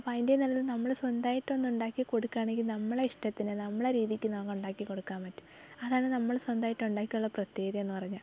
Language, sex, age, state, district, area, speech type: Malayalam, female, 18-30, Kerala, Thiruvananthapuram, rural, spontaneous